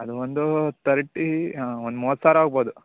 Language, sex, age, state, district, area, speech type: Kannada, male, 18-30, Karnataka, Uttara Kannada, rural, conversation